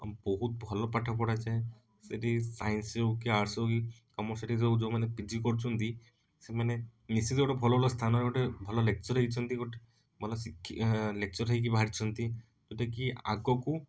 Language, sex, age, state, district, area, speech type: Odia, male, 30-45, Odisha, Cuttack, urban, spontaneous